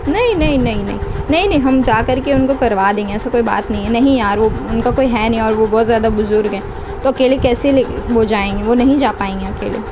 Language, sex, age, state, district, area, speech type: Urdu, female, 18-30, West Bengal, Kolkata, urban, spontaneous